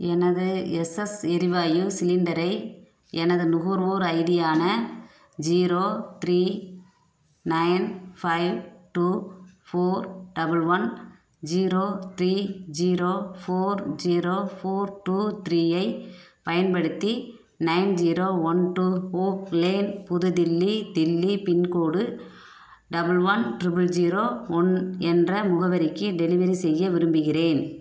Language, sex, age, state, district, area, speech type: Tamil, female, 45-60, Tamil Nadu, Theni, rural, read